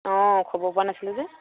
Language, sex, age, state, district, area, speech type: Assamese, female, 30-45, Assam, Sivasagar, rural, conversation